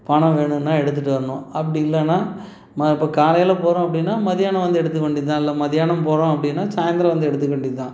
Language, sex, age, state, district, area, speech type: Tamil, male, 45-60, Tamil Nadu, Salem, urban, spontaneous